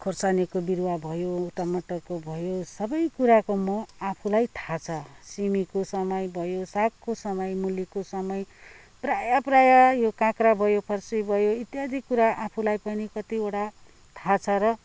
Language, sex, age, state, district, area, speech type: Nepali, female, 60+, West Bengal, Kalimpong, rural, spontaneous